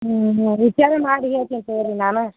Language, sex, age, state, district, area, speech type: Kannada, female, 45-60, Karnataka, Gadag, rural, conversation